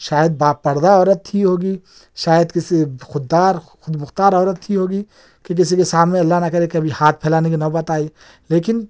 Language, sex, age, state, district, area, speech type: Urdu, male, 30-45, Telangana, Hyderabad, urban, spontaneous